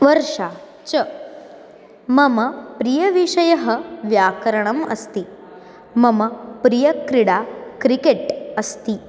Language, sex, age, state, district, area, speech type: Sanskrit, female, 18-30, Maharashtra, Nagpur, urban, spontaneous